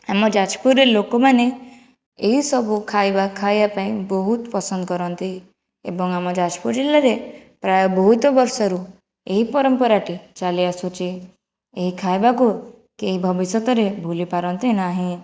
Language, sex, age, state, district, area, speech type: Odia, female, 30-45, Odisha, Jajpur, rural, spontaneous